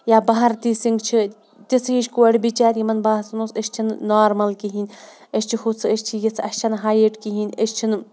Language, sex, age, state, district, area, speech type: Kashmiri, female, 30-45, Jammu and Kashmir, Shopian, urban, spontaneous